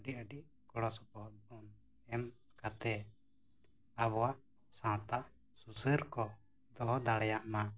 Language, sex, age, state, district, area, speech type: Santali, male, 30-45, Jharkhand, East Singhbhum, rural, spontaneous